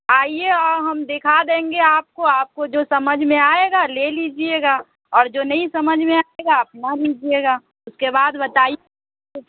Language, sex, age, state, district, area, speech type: Urdu, female, 30-45, Uttar Pradesh, Lucknow, urban, conversation